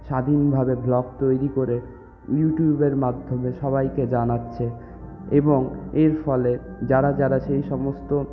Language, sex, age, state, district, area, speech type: Bengali, male, 30-45, West Bengal, Purulia, urban, spontaneous